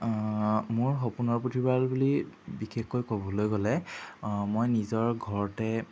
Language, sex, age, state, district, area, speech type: Assamese, male, 18-30, Assam, Jorhat, urban, spontaneous